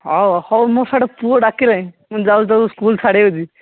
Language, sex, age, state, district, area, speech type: Odia, male, 18-30, Odisha, Jagatsinghpur, rural, conversation